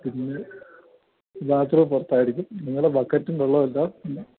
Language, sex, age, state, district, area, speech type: Malayalam, male, 30-45, Kerala, Thiruvananthapuram, urban, conversation